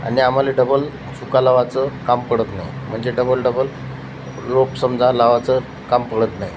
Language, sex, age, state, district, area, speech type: Marathi, male, 30-45, Maharashtra, Washim, rural, spontaneous